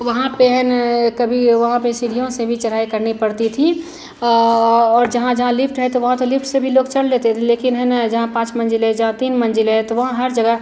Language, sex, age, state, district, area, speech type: Hindi, female, 45-60, Bihar, Madhubani, rural, spontaneous